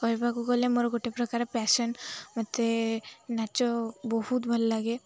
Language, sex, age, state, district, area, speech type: Odia, female, 18-30, Odisha, Jagatsinghpur, urban, spontaneous